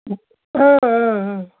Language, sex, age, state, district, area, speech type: Kashmiri, female, 30-45, Jammu and Kashmir, Ganderbal, rural, conversation